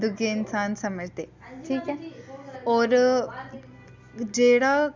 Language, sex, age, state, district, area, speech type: Dogri, female, 18-30, Jammu and Kashmir, Udhampur, rural, spontaneous